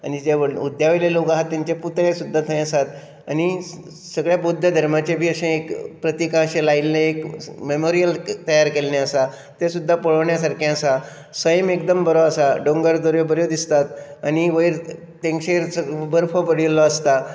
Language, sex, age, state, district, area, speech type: Goan Konkani, male, 60+, Goa, Bardez, urban, spontaneous